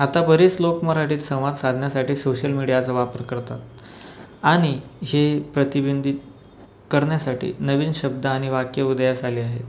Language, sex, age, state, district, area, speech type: Marathi, male, 18-30, Maharashtra, Buldhana, rural, spontaneous